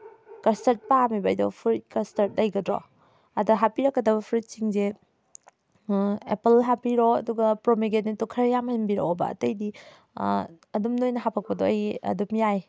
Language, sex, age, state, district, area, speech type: Manipuri, female, 30-45, Manipur, Thoubal, rural, spontaneous